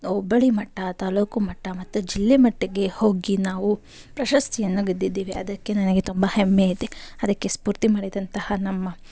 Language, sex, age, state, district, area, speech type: Kannada, female, 30-45, Karnataka, Tumkur, rural, spontaneous